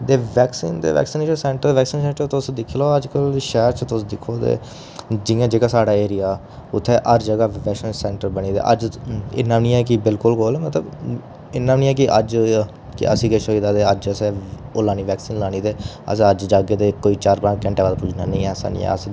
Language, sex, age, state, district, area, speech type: Dogri, male, 30-45, Jammu and Kashmir, Udhampur, urban, spontaneous